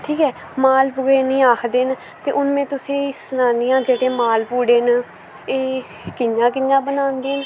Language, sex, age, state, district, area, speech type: Dogri, female, 18-30, Jammu and Kashmir, Udhampur, rural, spontaneous